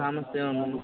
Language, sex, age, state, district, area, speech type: Assamese, male, 18-30, Assam, Sivasagar, urban, conversation